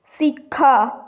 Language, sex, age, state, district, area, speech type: Odia, female, 18-30, Odisha, Kendrapara, urban, read